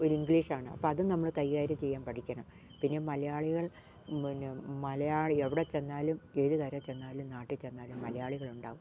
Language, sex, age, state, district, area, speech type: Malayalam, female, 60+, Kerala, Wayanad, rural, spontaneous